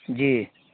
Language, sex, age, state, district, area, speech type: Urdu, male, 45-60, Bihar, Araria, rural, conversation